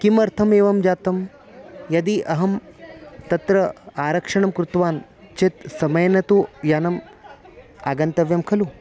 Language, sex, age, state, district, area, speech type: Sanskrit, male, 30-45, Maharashtra, Nagpur, urban, spontaneous